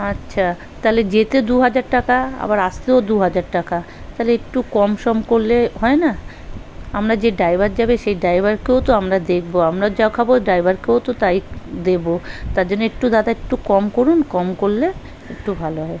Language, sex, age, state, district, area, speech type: Bengali, female, 45-60, West Bengal, South 24 Parganas, rural, spontaneous